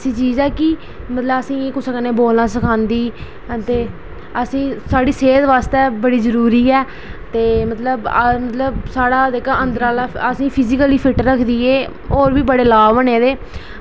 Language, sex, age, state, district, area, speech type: Dogri, female, 18-30, Jammu and Kashmir, Reasi, rural, spontaneous